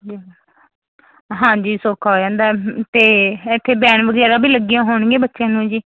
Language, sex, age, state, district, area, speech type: Punjabi, female, 30-45, Punjab, Barnala, urban, conversation